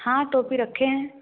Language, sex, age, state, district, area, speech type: Hindi, female, 18-30, Uttar Pradesh, Varanasi, rural, conversation